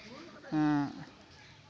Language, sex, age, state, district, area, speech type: Santali, male, 30-45, West Bengal, Malda, rural, spontaneous